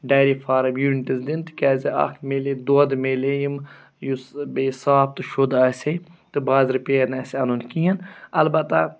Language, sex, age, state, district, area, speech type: Kashmiri, male, 18-30, Jammu and Kashmir, Budgam, rural, spontaneous